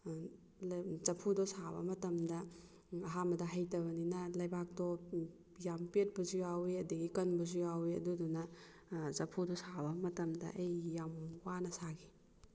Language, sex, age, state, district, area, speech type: Manipuri, female, 30-45, Manipur, Kakching, rural, spontaneous